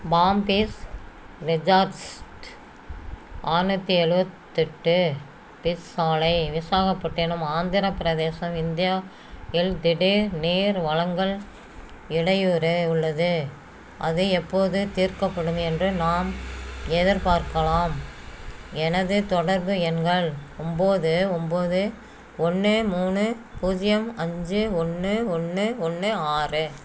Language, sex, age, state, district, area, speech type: Tamil, female, 60+, Tamil Nadu, Namakkal, rural, read